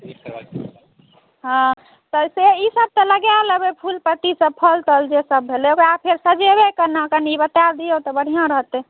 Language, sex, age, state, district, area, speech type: Maithili, female, 30-45, Bihar, Madhubani, urban, conversation